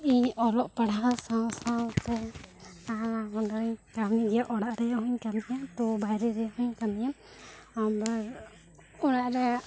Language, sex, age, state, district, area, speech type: Santali, female, 18-30, West Bengal, Bankura, rural, spontaneous